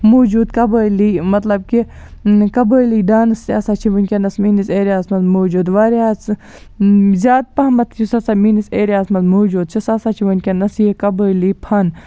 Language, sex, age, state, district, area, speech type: Kashmiri, female, 18-30, Jammu and Kashmir, Baramulla, rural, spontaneous